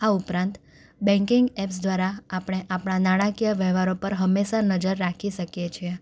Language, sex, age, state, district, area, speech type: Gujarati, female, 18-30, Gujarat, Anand, urban, spontaneous